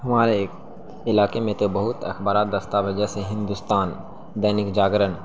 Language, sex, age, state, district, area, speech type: Urdu, male, 18-30, Bihar, Saharsa, rural, spontaneous